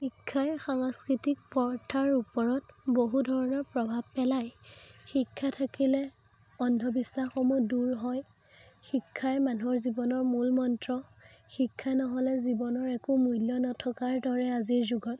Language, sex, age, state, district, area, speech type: Assamese, female, 18-30, Assam, Biswanath, rural, spontaneous